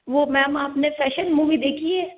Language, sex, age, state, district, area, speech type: Hindi, female, 60+, Rajasthan, Jodhpur, urban, conversation